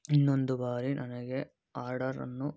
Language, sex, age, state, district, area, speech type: Kannada, male, 18-30, Karnataka, Davanagere, urban, spontaneous